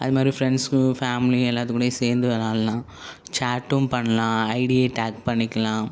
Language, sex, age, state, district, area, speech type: Tamil, male, 18-30, Tamil Nadu, Ariyalur, rural, spontaneous